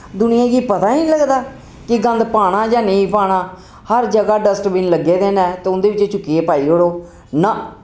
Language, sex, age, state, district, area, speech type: Dogri, female, 60+, Jammu and Kashmir, Jammu, urban, spontaneous